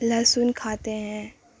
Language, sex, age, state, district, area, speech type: Urdu, female, 18-30, Bihar, Supaul, rural, spontaneous